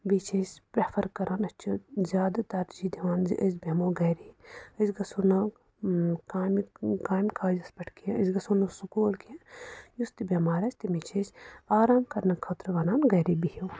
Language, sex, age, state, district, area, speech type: Kashmiri, female, 30-45, Jammu and Kashmir, Pulwama, rural, spontaneous